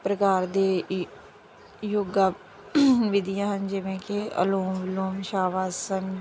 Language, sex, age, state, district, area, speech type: Punjabi, female, 30-45, Punjab, Tarn Taran, rural, spontaneous